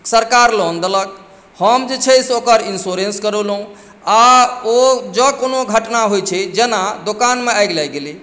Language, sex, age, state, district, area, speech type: Maithili, female, 60+, Bihar, Madhubani, urban, spontaneous